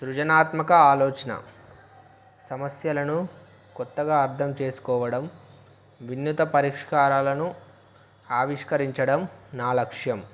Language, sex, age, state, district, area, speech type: Telugu, male, 18-30, Telangana, Wanaparthy, urban, spontaneous